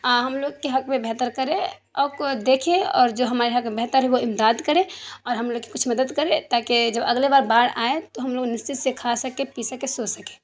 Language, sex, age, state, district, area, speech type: Urdu, female, 30-45, Bihar, Darbhanga, rural, spontaneous